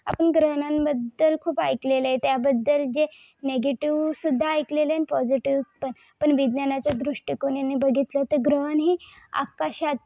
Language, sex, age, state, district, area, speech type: Marathi, female, 18-30, Maharashtra, Thane, urban, spontaneous